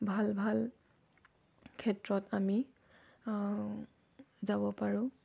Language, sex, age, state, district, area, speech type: Assamese, female, 18-30, Assam, Dibrugarh, rural, spontaneous